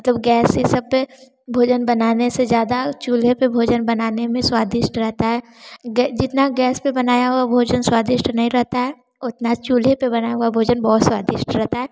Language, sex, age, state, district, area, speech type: Hindi, female, 18-30, Uttar Pradesh, Varanasi, urban, spontaneous